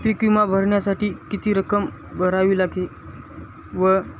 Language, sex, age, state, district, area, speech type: Marathi, male, 18-30, Maharashtra, Hingoli, urban, spontaneous